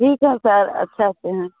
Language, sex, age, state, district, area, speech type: Hindi, female, 30-45, Bihar, Muzaffarpur, rural, conversation